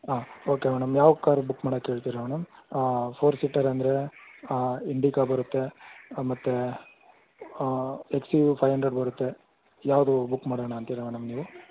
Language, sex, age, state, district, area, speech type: Kannada, male, 18-30, Karnataka, Tumkur, urban, conversation